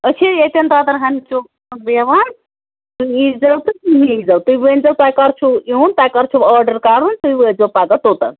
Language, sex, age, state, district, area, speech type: Kashmiri, female, 30-45, Jammu and Kashmir, Ganderbal, rural, conversation